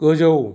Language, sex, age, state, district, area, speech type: Bodo, male, 45-60, Assam, Chirang, rural, read